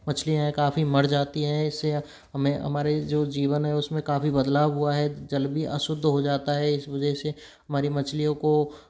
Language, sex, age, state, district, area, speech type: Hindi, male, 45-60, Rajasthan, Karauli, rural, spontaneous